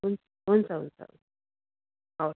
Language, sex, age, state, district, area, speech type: Nepali, female, 60+, West Bengal, Kalimpong, rural, conversation